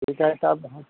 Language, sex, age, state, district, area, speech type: Hindi, male, 60+, Bihar, Madhepura, rural, conversation